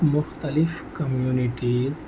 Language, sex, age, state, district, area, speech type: Urdu, male, 18-30, Delhi, North East Delhi, rural, spontaneous